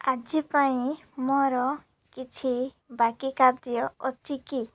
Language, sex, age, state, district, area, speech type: Odia, female, 18-30, Odisha, Balasore, rural, read